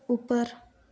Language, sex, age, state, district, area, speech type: Hindi, female, 18-30, Madhya Pradesh, Chhindwara, urban, read